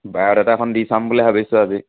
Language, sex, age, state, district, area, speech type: Assamese, male, 18-30, Assam, Dhemaji, rural, conversation